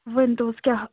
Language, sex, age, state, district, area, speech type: Kashmiri, female, 30-45, Jammu and Kashmir, Bandipora, rural, conversation